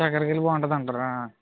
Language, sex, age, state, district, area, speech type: Telugu, male, 18-30, Andhra Pradesh, Eluru, rural, conversation